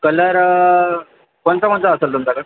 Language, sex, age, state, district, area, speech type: Marathi, male, 18-30, Maharashtra, Thane, urban, conversation